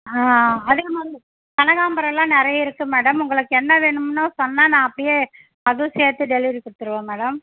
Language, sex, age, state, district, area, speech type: Tamil, female, 60+, Tamil Nadu, Mayiladuthurai, rural, conversation